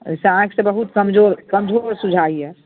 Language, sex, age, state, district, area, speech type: Maithili, female, 60+, Bihar, Muzaffarpur, rural, conversation